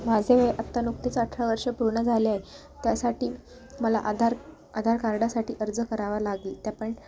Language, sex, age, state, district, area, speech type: Marathi, female, 18-30, Maharashtra, Ahmednagar, rural, spontaneous